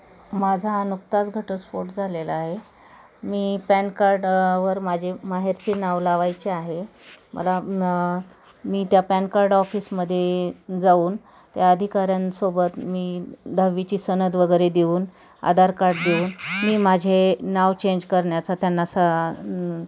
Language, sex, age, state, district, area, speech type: Marathi, female, 30-45, Maharashtra, Osmanabad, rural, spontaneous